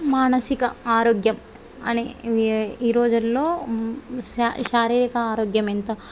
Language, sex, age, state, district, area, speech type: Telugu, female, 18-30, Telangana, Medak, urban, spontaneous